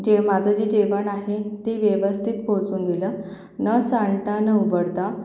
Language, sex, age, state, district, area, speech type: Marathi, female, 45-60, Maharashtra, Yavatmal, urban, spontaneous